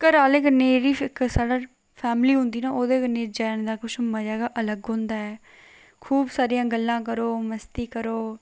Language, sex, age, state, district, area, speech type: Dogri, female, 18-30, Jammu and Kashmir, Reasi, rural, spontaneous